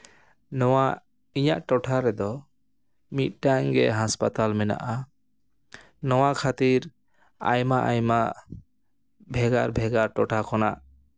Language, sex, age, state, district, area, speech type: Santali, male, 30-45, West Bengal, Jhargram, rural, spontaneous